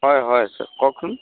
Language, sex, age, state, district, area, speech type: Assamese, male, 45-60, Assam, Dhemaji, rural, conversation